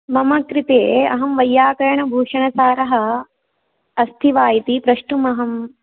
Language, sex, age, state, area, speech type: Sanskrit, female, 30-45, Rajasthan, rural, conversation